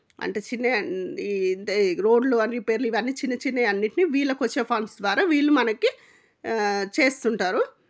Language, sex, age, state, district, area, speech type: Telugu, female, 45-60, Telangana, Jangaon, rural, spontaneous